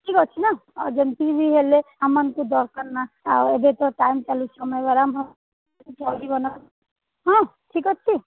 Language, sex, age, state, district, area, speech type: Odia, female, 45-60, Odisha, Sundergarh, rural, conversation